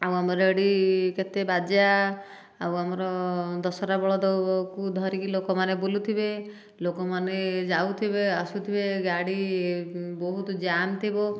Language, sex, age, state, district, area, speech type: Odia, female, 45-60, Odisha, Dhenkanal, rural, spontaneous